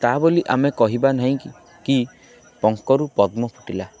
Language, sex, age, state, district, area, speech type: Odia, male, 18-30, Odisha, Kendrapara, urban, spontaneous